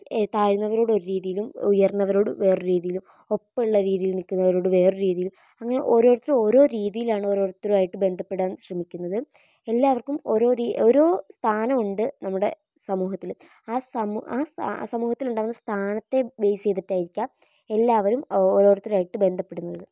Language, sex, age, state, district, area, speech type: Malayalam, female, 18-30, Kerala, Wayanad, rural, spontaneous